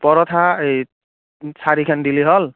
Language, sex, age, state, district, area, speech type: Assamese, male, 18-30, Assam, Biswanath, rural, conversation